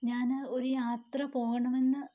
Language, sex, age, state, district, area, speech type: Malayalam, female, 18-30, Kerala, Kottayam, rural, spontaneous